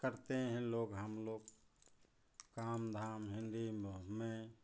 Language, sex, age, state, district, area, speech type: Hindi, male, 45-60, Uttar Pradesh, Chandauli, urban, spontaneous